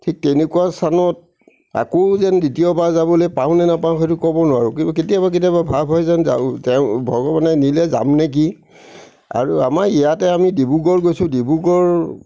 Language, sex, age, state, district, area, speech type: Assamese, male, 60+, Assam, Nagaon, rural, spontaneous